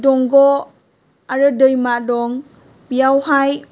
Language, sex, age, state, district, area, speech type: Bodo, female, 30-45, Assam, Chirang, rural, spontaneous